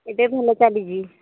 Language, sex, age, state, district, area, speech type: Odia, female, 60+, Odisha, Angul, rural, conversation